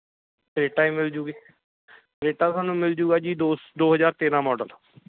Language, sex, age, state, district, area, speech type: Punjabi, male, 30-45, Punjab, Mohali, urban, conversation